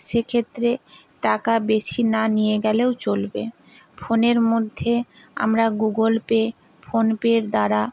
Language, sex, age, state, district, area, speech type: Bengali, female, 45-60, West Bengal, Nadia, rural, spontaneous